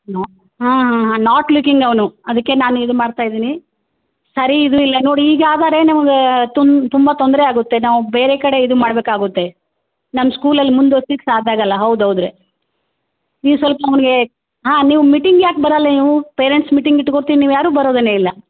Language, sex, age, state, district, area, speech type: Kannada, female, 60+, Karnataka, Gulbarga, urban, conversation